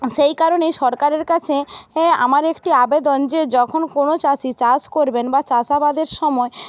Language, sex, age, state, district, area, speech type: Bengali, female, 60+, West Bengal, Jhargram, rural, spontaneous